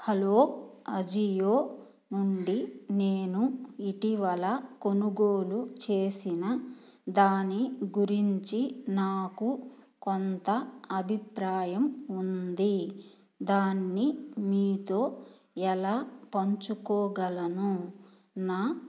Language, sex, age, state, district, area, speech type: Telugu, female, 45-60, Andhra Pradesh, Nellore, rural, read